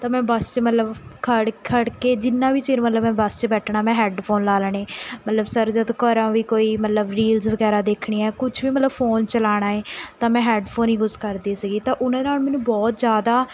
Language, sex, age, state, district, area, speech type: Punjabi, female, 18-30, Punjab, Mohali, rural, spontaneous